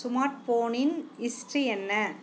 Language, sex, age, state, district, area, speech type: Tamil, female, 45-60, Tamil Nadu, Dharmapuri, rural, read